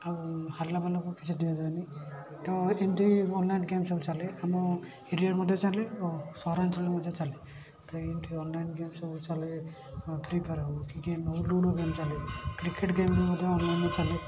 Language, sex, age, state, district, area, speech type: Odia, male, 18-30, Odisha, Puri, urban, spontaneous